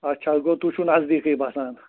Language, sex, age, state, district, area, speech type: Kashmiri, male, 45-60, Jammu and Kashmir, Ganderbal, urban, conversation